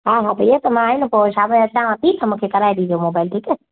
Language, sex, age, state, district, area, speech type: Sindhi, female, 30-45, Gujarat, Kutch, rural, conversation